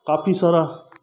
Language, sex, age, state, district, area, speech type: Sindhi, male, 45-60, Gujarat, Junagadh, rural, spontaneous